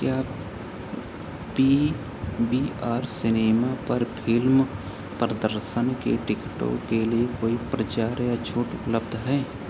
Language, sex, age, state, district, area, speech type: Hindi, male, 45-60, Uttar Pradesh, Ayodhya, rural, read